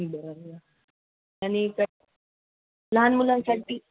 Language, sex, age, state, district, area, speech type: Marathi, male, 18-30, Maharashtra, Nanded, rural, conversation